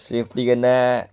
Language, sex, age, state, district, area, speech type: Dogri, male, 18-30, Jammu and Kashmir, Kathua, rural, spontaneous